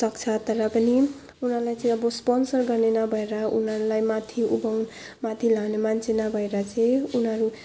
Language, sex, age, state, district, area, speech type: Nepali, female, 18-30, West Bengal, Alipurduar, urban, spontaneous